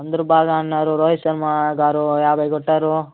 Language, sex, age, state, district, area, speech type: Telugu, male, 45-60, Andhra Pradesh, Chittoor, urban, conversation